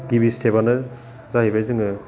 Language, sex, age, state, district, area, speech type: Bodo, male, 30-45, Assam, Udalguri, urban, spontaneous